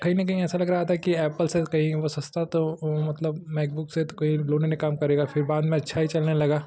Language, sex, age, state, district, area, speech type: Hindi, male, 18-30, Uttar Pradesh, Ghazipur, rural, spontaneous